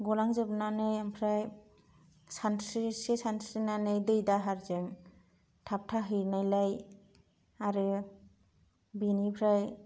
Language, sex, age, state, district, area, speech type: Bodo, female, 30-45, Assam, Kokrajhar, rural, spontaneous